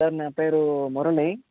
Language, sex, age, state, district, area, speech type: Telugu, male, 30-45, Andhra Pradesh, Chittoor, rural, conversation